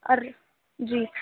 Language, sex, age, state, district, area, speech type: Urdu, female, 45-60, Delhi, Central Delhi, rural, conversation